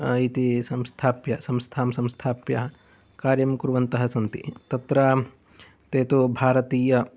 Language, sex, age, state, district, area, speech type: Sanskrit, male, 18-30, Karnataka, Mysore, urban, spontaneous